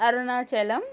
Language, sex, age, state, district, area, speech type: Telugu, female, 30-45, Andhra Pradesh, Kadapa, rural, spontaneous